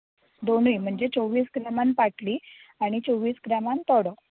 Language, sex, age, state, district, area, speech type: Goan Konkani, female, 18-30, Goa, Bardez, urban, conversation